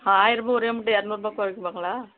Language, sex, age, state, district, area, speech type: Tamil, female, 30-45, Tamil Nadu, Tirupattur, rural, conversation